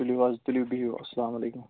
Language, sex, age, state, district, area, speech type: Kashmiri, male, 30-45, Jammu and Kashmir, Anantnag, rural, conversation